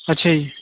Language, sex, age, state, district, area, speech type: Punjabi, male, 18-30, Punjab, Kapurthala, urban, conversation